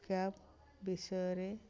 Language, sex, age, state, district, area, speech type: Odia, female, 60+, Odisha, Ganjam, urban, spontaneous